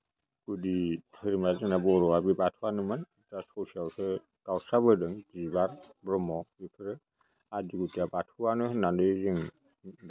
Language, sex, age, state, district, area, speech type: Bodo, male, 60+, Assam, Chirang, rural, spontaneous